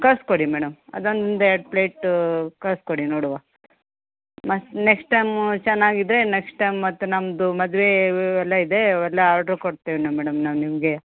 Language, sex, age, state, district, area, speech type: Kannada, female, 30-45, Karnataka, Uttara Kannada, rural, conversation